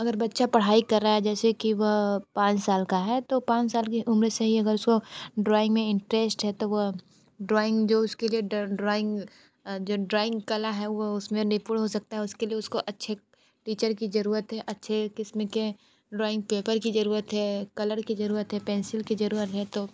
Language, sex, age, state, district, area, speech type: Hindi, female, 30-45, Uttar Pradesh, Sonbhadra, rural, spontaneous